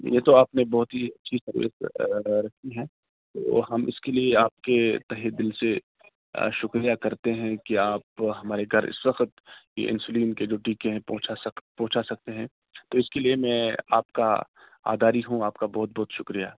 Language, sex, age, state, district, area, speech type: Urdu, male, 18-30, Jammu and Kashmir, Srinagar, rural, conversation